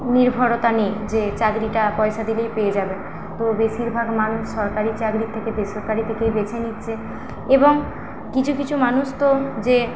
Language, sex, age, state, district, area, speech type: Bengali, female, 18-30, West Bengal, Paschim Medinipur, rural, spontaneous